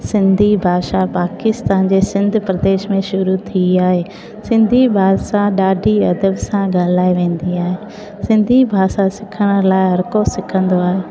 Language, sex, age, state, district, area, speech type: Sindhi, female, 30-45, Gujarat, Junagadh, urban, spontaneous